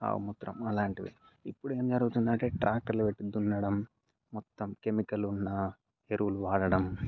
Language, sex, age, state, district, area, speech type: Telugu, male, 18-30, Telangana, Mancherial, rural, spontaneous